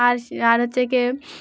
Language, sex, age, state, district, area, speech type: Bengali, female, 18-30, West Bengal, Dakshin Dinajpur, urban, spontaneous